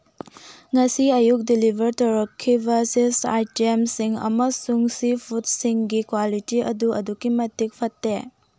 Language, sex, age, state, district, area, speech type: Manipuri, female, 18-30, Manipur, Tengnoupal, rural, read